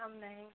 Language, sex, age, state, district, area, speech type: Hindi, female, 30-45, Uttar Pradesh, Jaunpur, rural, conversation